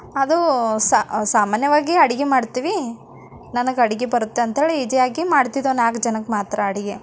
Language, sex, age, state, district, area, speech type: Kannada, female, 18-30, Karnataka, Bidar, urban, spontaneous